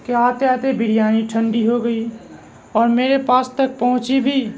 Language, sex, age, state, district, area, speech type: Urdu, male, 18-30, Uttar Pradesh, Gautam Buddha Nagar, urban, spontaneous